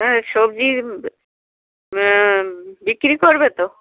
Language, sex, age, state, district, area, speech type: Bengali, female, 60+, West Bengal, Dakshin Dinajpur, rural, conversation